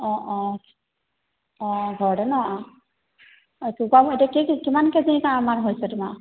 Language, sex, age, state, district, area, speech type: Assamese, female, 30-45, Assam, Sivasagar, rural, conversation